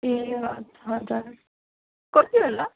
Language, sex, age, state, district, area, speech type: Nepali, female, 18-30, West Bengal, Kalimpong, rural, conversation